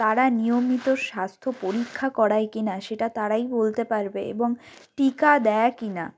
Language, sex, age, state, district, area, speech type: Bengali, female, 18-30, West Bengal, Jalpaiguri, rural, spontaneous